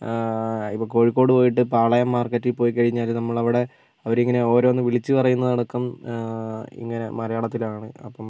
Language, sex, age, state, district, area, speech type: Malayalam, female, 18-30, Kerala, Wayanad, rural, spontaneous